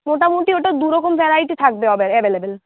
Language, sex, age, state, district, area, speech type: Bengali, female, 18-30, West Bengal, Uttar Dinajpur, rural, conversation